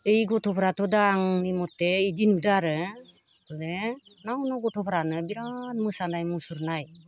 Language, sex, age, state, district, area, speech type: Bodo, female, 60+, Assam, Baksa, rural, spontaneous